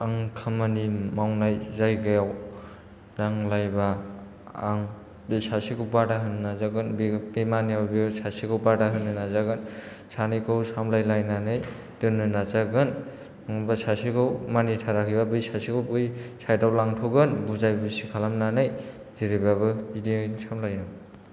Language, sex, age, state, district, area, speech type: Bodo, male, 18-30, Assam, Kokrajhar, rural, spontaneous